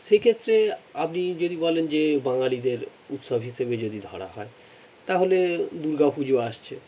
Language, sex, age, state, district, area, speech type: Bengali, male, 45-60, West Bengal, North 24 Parganas, urban, spontaneous